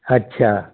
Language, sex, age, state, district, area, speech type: Hindi, male, 60+, Uttar Pradesh, Chandauli, rural, conversation